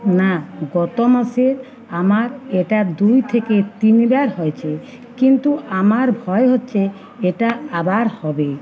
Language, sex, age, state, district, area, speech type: Bengali, female, 45-60, West Bengal, Uttar Dinajpur, urban, read